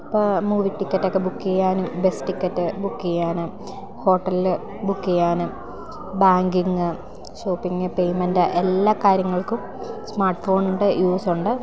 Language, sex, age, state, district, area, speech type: Malayalam, female, 18-30, Kerala, Idukki, rural, spontaneous